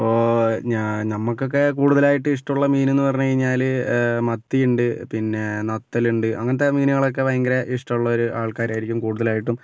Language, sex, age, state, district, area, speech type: Malayalam, male, 45-60, Kerala, Kozhikode, urban, spontaneous